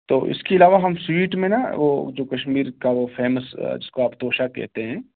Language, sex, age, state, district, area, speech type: Urdu, male, 18-30, Jammu and Kashmir, Srinagar, rural, conversation